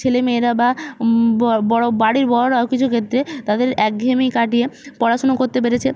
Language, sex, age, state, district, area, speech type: Bengali, female, 30-45, West Bengal, Purba Medinipur, rural, spontaneous